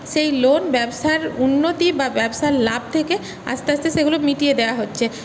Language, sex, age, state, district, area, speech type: Bengali, female, 30-45, West Bengal, Paschim Medinipur, urban, spontaneous